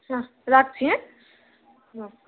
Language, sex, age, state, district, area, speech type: Bengali, female, 30-45, West Bengal, Purulia, urban, conversation